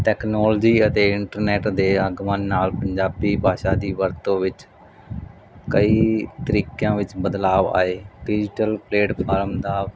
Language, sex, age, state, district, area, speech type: Punjabi, male, 30-45, Punjab, Mansa, urban, spontaneous